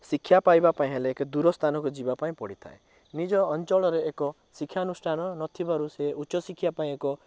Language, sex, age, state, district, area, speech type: Odia, male, 18-30, Odisha, Cuttack, urban, spontaneous